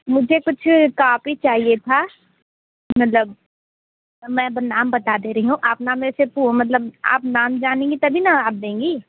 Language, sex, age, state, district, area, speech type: Hindi, female, 18-30, Uttar Pradesh, Sonbhadra, rural, conversation